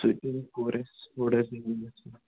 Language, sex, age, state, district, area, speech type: Kashmiri, male, 18-30, Jammu and Kashmir, Budgam, rural, conversation